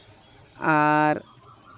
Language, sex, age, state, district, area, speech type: Santali, female, 45-60, West Bengal, Malda, rural, spontaneous